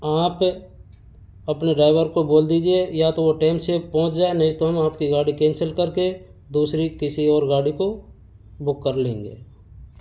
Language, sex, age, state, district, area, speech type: Hindi, male, 30-45, Rajasthan, Karauli, rural, spontaneous